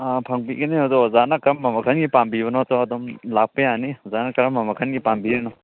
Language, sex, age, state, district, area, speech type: Manipuri, male, 18-30, Manipur, Churachandpur, rural, conversation